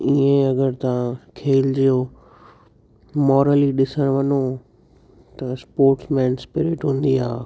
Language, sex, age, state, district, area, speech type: Sindhi, male, 18-30, Gujarat, Kutch, rural, spontaneous